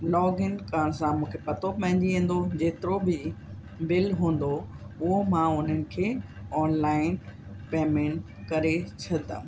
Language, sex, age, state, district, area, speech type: Sindhi, female, 45-60, Uttar Pradesh, Lucknow, rural, spontaneous